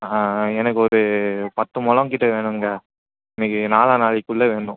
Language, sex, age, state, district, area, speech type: Tamil, male, 18-30, Tamil Nadu, Chennai, urban, conversation